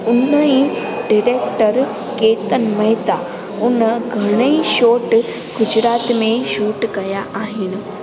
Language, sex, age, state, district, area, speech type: Sindhi, female, 18-30, Gujarat, Junagadh, rural, spontaneous